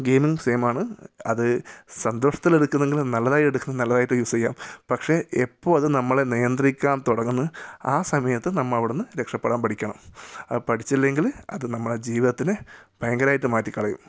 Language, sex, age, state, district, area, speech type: Malayalam, male, 30-45, Kerala, Kasaragod, rural, spontaneous